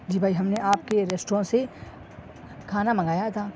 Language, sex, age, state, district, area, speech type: Urdu, male, 18-30, Uttar Pradesh, Shahjahanpur, urban, spontaneous